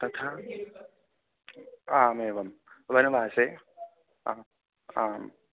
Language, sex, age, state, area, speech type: Sanskrit, male, 18-30, Madhya Pradesh, rural, conversation